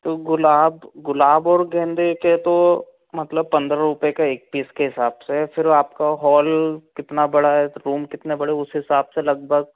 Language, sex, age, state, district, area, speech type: Hindi, male, 30-45, Madhya Pradesh, Betul, urban, conversation